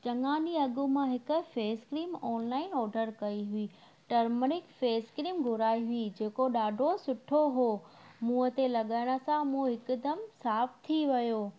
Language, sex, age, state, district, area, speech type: Sindhi, female, 30-45, Gujarat, Junagadh, rural, spontaneous